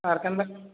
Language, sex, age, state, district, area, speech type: Odia, male, 18-30, Odisha, Boudh, rural, conversation